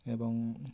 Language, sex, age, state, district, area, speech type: Odia, male, 18-30, Odisha, Kalahandi, rural, spontaneous